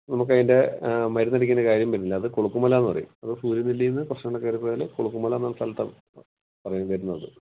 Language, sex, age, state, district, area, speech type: Malayalam, male, 30-45, Kerala, Idukki, rural, conversation